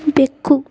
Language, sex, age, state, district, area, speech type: Kannada, female, 18-30, Karnataka, Davanagere, rural, read